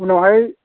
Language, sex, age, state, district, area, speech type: Bodo, male, 60+, Assam, Kokrajhar, urban, conversation